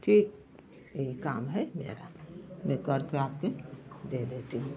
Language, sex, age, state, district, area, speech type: Hindi, female, 60+, Uttar Pradesh, Mau, rural, spontaneous